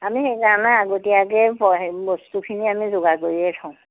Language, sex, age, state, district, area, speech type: Assamese, female, 60+, Assam, Majuli, urban, conversation